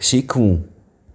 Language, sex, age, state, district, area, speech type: Gujarati, male, 45-60, Gujarat, Anand, urban, read